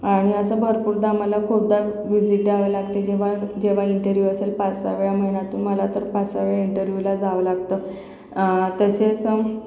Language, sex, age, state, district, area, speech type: Marathi, female, 45-60, Maharashtra, Akola, urban, spontaneous